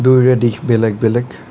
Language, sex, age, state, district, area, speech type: Assamese, male, 18-30, Assam, Nagaon, rural, spontaneous